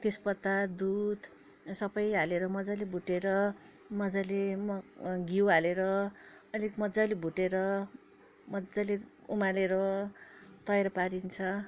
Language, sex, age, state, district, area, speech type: Nepali, female, 60+, West Bengal, Kalimpong, rural, spontaneous